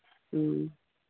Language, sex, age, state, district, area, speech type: Manipuri, female, 45-60, Manipur, Churachandpur, rural, conversation